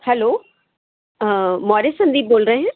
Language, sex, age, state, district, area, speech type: Hindi, female, 30-45, Madhya Pradesh, Jabalpur, urban, conversation